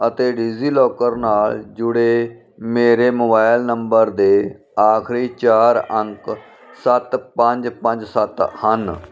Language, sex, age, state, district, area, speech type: Punjabi, male, 45-60, Punjab, Firozpur, rural, read